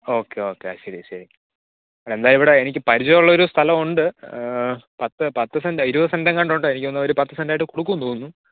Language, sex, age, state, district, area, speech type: Malayalam, male, 18-30, Kerala, Thiruvananthapuram, rural, conversation